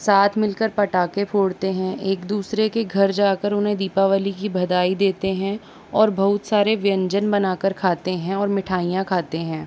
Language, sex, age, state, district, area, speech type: Hindi, female, 18-30, Rajasthan, Jaipur, urban, spontaneous